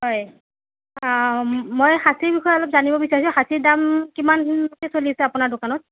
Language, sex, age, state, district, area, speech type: Assamese, female, 30-45, Assam, Nagaon, rural, conversation